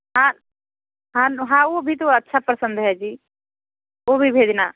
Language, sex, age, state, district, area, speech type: Hindi, female, 30-45, Uttar Pradesh, Bhadohi, urban, conversation